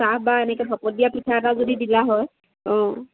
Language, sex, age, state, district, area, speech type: Assamese, female, 45-60, Assam, Lakhimpur, rural, conversation